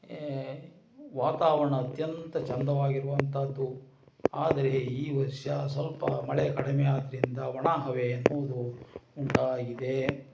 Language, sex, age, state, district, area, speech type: Kannada, male, 60+, Karnataka, Shimoga, rural, spontaneous